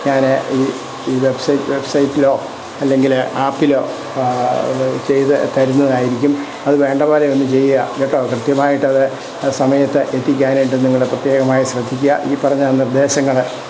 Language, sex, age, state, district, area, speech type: Malayalam, male, 60+, Kerala, Kottayam, rural, spontaneous